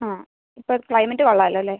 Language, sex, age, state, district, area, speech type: Malayalam, female, 30-45, Kerala, Palakkad, rural, conversation